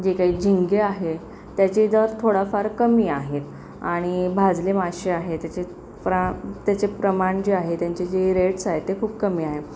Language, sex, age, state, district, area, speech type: Marathi, female, 45-60, Maharashtra, Akola, urban, spontaneous